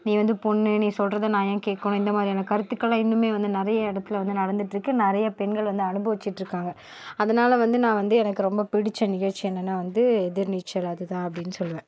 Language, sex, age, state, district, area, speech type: Tamil, female, 30-45, Tamil Nadu, Perambalur, rural, spontaneous